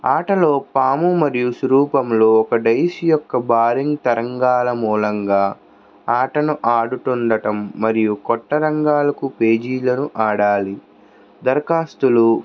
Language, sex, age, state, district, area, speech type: Telugu, male, 60+, Andhra Pradesh, Krishna, urban, spontaneous